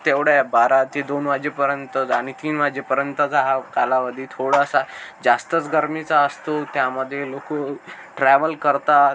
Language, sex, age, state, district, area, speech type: Marathi, male, 18-30, Maharashtra, Akola, rural, spontaneous